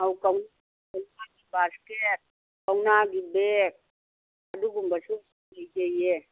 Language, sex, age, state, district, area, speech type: Manipuri, female, 60+, Manipur, Kangpokpi, urban, conversation